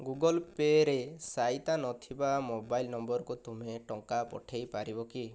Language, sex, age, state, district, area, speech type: Odia, male, 30-45, Odisha, Kandhamal, rural, read